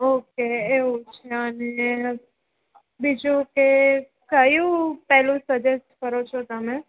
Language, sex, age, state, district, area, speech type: Gujarati, female, 30-45, Gujarat, Rajkot, urban, conversation